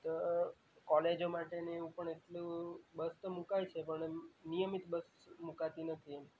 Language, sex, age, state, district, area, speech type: Gujarati, male, 18-30, Gujarat, Valsad, rural, spontaneous